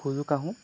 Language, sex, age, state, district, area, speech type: Assamese, male, 30-45, Assam, Jorhat, urban, spontaneous